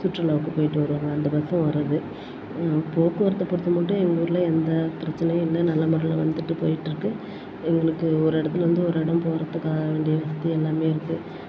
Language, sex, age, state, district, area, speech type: Tamil, female, 45-60, Tamil Nadu, Perambalur, urban, spontaneous